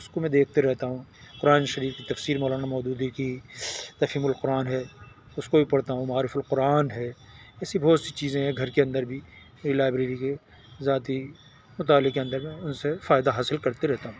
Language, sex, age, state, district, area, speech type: Urdu, male, 60+, Telangana, Hyderabad, urban, spontaneous